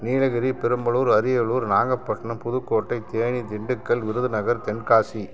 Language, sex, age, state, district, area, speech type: Tamil, male, 60+, Tamil Nadu, Kallakurichi, rural, spontaneous